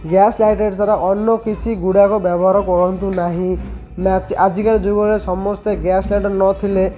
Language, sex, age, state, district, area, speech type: Odia, male, 30-45, Odisha, Malkangiri, urban, spontaneous